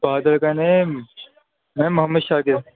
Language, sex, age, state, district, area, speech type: Urdu, female, 18-30, Delhi, Central Delhi, urban, conversation